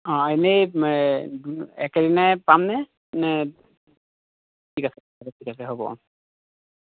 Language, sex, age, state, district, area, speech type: Assamese, male, 30-45, Assam, Lakhimpur, rural, conversation